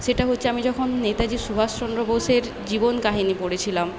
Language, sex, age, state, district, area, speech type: Bengali, female, 18-30, West Bengal, Paschim Medinipur, rural, spontaneous